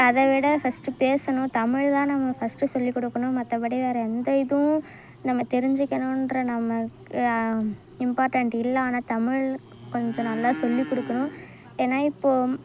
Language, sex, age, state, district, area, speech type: Tamil, female, 18-30, Tamil Nadu, Kallakurichi, rural, spontaneous